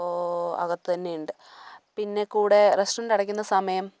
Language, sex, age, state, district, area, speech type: Malayalam, female, 18-30, Kerala, Idukki, rural, spontaneous